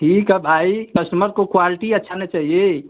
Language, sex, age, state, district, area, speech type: Hindi, male, 45-60, Uttar Pradesh, Mau, urban, conversation